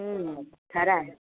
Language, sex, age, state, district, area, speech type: Marathi, female, 45-60, Maharashtra, Kolhapur, urban, conversation